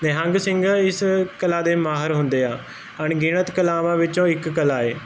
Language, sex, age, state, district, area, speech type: Punjabi, male, 18-30, Punjab, Kapurthala, urban, spontaneous